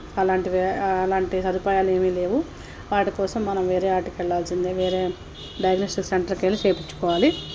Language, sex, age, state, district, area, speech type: Telugu, female, 30-45, Telangana, Peddapalli, rural, spontaneous